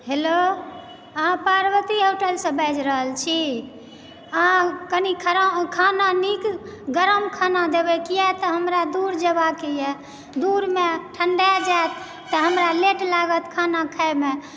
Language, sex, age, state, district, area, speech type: Maithili, female, 30-45, Bihar, Supaul, rural, spontaneous